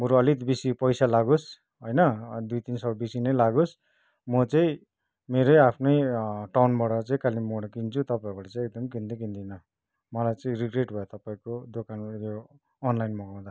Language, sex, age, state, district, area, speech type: Nepali, male, 45-60, West Bengal, Kalimpong, rural, spontaneous